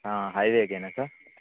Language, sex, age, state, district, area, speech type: Telugu, male, 18-30, Telangana, Nirmal, rural, conversation